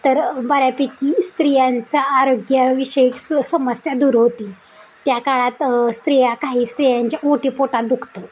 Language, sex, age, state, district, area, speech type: Marathi, female, 18-30, Maharashtra, Satara, urban, spontaneous